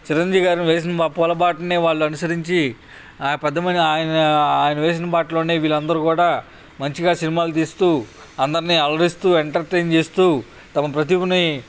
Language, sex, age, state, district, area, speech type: Telugu, male, 30-45, Andhra Pradesh, Bapatla, rural, spontaneous